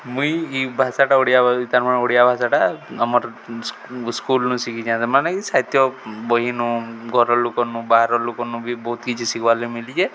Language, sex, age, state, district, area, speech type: Odia, male, 18-30, Odisha, Balangir, urban, spontaneous